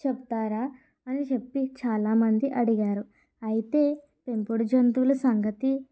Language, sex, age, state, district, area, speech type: Telugu, female, 30-45, Andhra Pradesh, Kakinada, urban, spontaneous